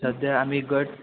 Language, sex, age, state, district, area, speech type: Marathi, male, 18-30, Maharashtra, Sindhudurg, rural, conversation